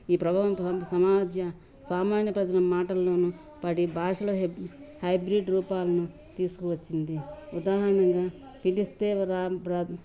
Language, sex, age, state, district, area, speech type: Telugu, female, 60+, Telangana, Ranga Reddy, rural, spontaneous